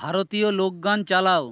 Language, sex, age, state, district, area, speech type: Bengali, male, 60+, West Bengal, Jhargram, rural, read